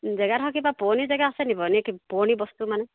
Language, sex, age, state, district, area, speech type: Assamese, female, 30-45, Assam, Charaideo, rural, conversation